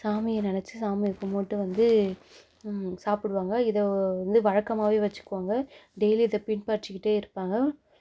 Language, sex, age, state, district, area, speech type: Tamil, female, 18-30, Tamil Nadu, Mayiladuthurai, rural, spontaneous